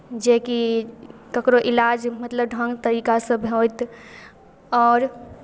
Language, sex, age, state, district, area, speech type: Maithili, female, 18-30, Bihar, Darbhanga, rural, spontaneous